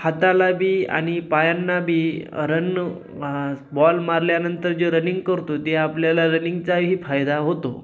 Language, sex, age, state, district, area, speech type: Marathi, male, 30-45, Maharashtra, Hingoli, urban, spontaneous